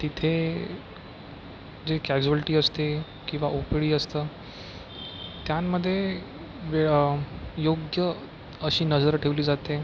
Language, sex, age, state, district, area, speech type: Marathi, male, 45-60, Maharashtra, Nagpur, urban, spontaneous